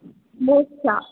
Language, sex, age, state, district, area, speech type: Kannada, female, 18-30, Karnataka, Chitradurga, rural, conversation